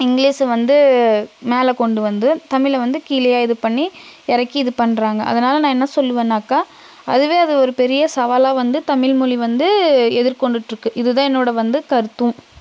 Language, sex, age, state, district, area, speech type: Tamil, female, 30-45, Tamil Nadu, Nilgiris, urban, spontaneous